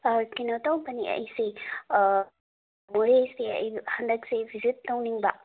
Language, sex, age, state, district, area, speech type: Manipuri, female, 30-45, Manipur, Imphal West, urban, conversation